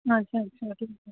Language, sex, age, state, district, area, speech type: Punjabi, female, 30-45, Punjab, Kapurthala, urban, conversation